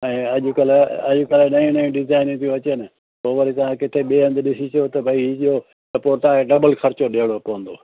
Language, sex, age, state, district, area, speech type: Sindhi, male, 60+, Gujarat, Junagadh, rural, conversation